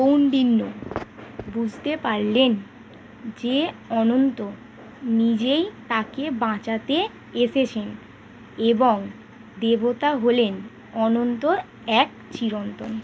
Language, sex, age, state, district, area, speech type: Bengali, female, 18-30, West Bengal, Howrah, urban, read